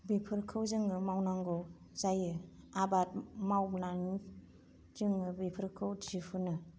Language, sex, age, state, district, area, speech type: Bodo, female, 30-45, Assam, Kokrajhar, rural, spontaneous